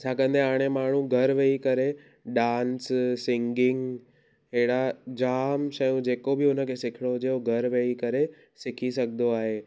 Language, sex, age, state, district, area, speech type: Sindhi, male, 18-30, Gujarat, Surat, urban, spontaneous